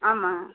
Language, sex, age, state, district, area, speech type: Tamil, female, 60+, Tamil Nadu, Erode, rural, conversation